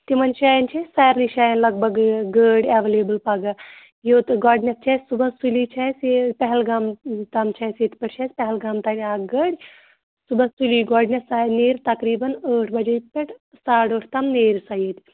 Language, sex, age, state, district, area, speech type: Kashmiri, female, 30-45, Jammu and Kashmir, Shopian, rural, conversation